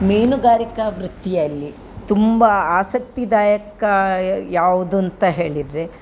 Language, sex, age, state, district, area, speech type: Kannada, female, 60+, Karnataka, Udupi, rural, spontaneous